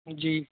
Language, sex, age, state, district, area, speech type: Urdu, male, 18-30, Uttar Pradesh, Saharanpur, urban, conversation